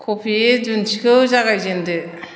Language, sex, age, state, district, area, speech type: Bodo, female, 60+, Assam, Chirang, urban, read